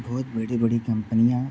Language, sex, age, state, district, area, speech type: Hindi, male, 45-60, Uttar Pradesh, Sonbhadra, rural, spontaneous